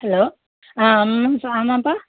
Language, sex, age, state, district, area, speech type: Tamil, female, 60+, Tamil Nadu, Cuddalore, rural, conversation